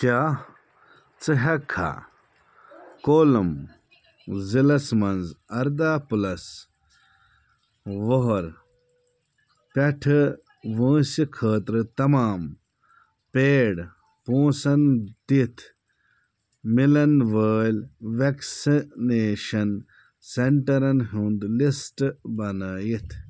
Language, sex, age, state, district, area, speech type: Kashmiri, male, 30-45, Jammu and Kashmir, Bandipora, rural, read